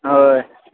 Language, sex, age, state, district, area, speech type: Marathi, male, 18-30, Maharashtra, Sangli, urban, conversation